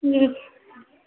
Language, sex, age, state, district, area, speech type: Assamese, female, 18-30, Assam, Tinsukia, urban, conversation